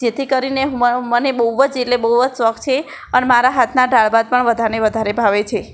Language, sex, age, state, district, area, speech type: Gujarati, female, 18-30, Gujarat, Ahmedabad, urban, spontaneous